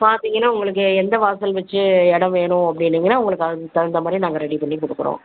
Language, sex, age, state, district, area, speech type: Tamil, female, 60+, Tamil Nadu, Virudhunagar, rural, conversation